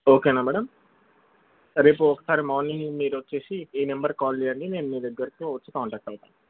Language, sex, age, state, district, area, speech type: Telugu, male, 18-30, Telangana, Nalgonda, urban, conversation